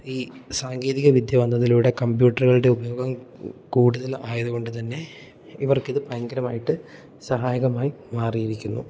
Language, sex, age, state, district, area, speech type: Malayalam, male, 18-30, Kerala, Idukki, rural, spontaneous